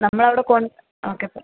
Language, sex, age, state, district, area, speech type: Malayalam, female, 18-30, Kerala, Kottayam, rural, conversation